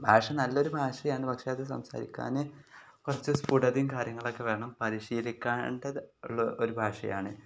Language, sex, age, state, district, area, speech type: Malayalam, male, 18-30, Kerala, Kozhikode, rural, spontaneous